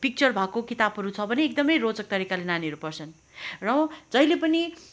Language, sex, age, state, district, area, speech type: Nepali, female, 45-60, West Bengal, Darjeeling, rural, spontaneous